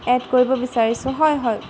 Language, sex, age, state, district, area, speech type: Assamese, female, 18-30, Assam, Golaghat, urban, spontaneous